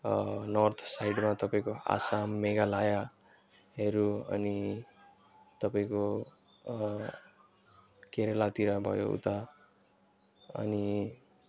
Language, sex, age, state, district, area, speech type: Nepali, male, 18-30, West Bengal, Alipurduar, urban, spontaneous